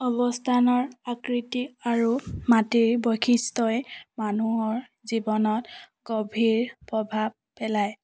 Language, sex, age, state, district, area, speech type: Assamese, female, 18-30, Assam, Charaideo, urban, spontaneous